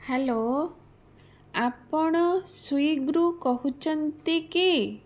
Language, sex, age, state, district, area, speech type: Odia, female, 30-45, Odisha, Bhadrak, rural, spontaneous